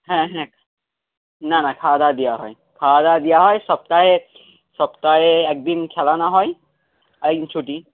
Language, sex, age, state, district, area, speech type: Bengali, male, 45-60, West Bengal, Nadia, rural, conversation